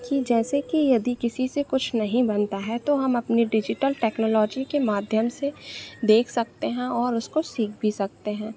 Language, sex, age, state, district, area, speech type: Hindi, female, 18-30, Madhya Pradesh, Narsinghpur, urban, spontaneous